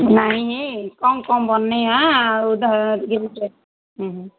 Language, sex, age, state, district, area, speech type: Odia, female, 45-60, Odisha, Gajapati, rural, conversation